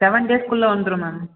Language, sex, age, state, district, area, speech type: Tamil, male, 18-30, Tamil Nadu, Tiruvannamalai, urban, conversation